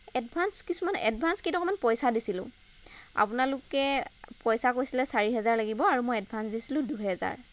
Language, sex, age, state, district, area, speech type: Assamese, female, 45-60, Assam, Lakhimpur, rural, spontaneous